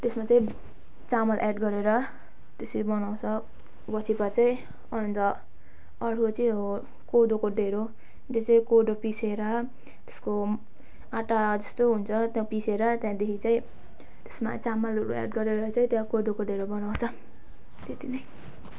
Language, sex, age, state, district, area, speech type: Nepali, female, 18-30, West Bengal, Jalpaiguri, urban, spontaneous